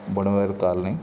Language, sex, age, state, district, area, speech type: Telugu, male, 45-60, Andhra Pradesh, N T Rama Rao, urban, spontaneous